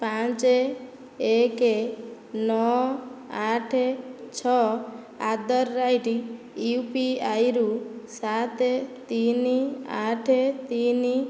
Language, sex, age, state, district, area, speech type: Odia, female, 18-30, Odisha, Nayagarh, rural, read